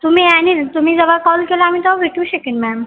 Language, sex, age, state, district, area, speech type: Marathi, female, 18-30, Maharashtra, Mumbai Suburban, urban, conversation